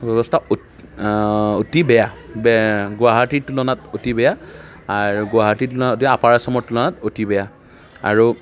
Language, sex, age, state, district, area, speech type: Assamese, male, 45-60, Assam, Darrang, urban, spontaneous